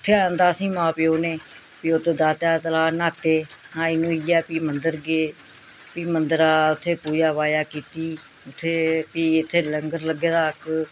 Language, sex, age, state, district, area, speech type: Dogri, female, 45-60, Jammu and Kashmir, Reasi, rural, spontaneous